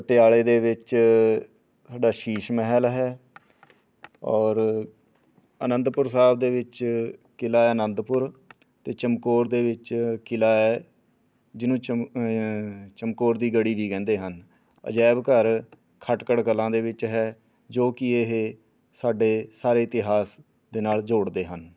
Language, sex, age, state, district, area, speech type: Punjabi, male, 45-60, Punjab, Rupnagar, urban, spontaneous